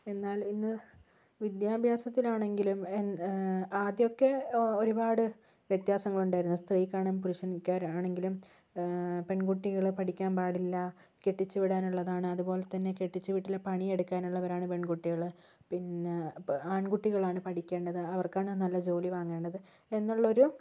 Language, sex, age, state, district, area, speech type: Malayalam, female, 60+, Kerala, Wayanad, rural, spontaneous